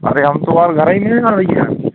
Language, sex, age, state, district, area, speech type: Hindi, male, 45-60, Madhya Pradesh, Seoni, urban, conversation